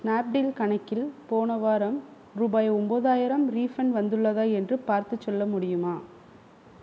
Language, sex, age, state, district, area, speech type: Tamil, female, 45-60, Tamil Nadu, Pudukkottai, rural, read